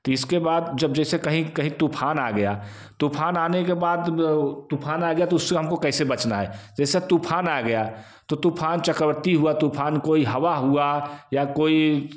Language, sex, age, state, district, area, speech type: Hindi, male, 45-60, Uttar Pradesh, Jaunpur, rural, spontaneous